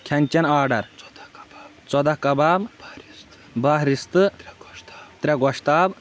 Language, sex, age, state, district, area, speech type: Kashmiri, male, 18-30, Jammu and Kashmir, Shopian, rural, spontaneous